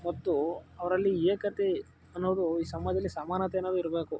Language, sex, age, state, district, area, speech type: Kannada, male, 18-30, Karnataka, Mysore, rural, spontaneous